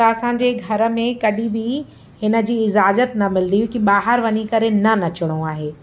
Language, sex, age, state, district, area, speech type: Sindhi, female, 45-60, Uttar Pradesh, Lucknow, urban, spontaneous